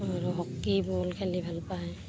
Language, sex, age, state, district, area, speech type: Assamese, female, 30-45, Assam, Barpeta, rural, spontaneous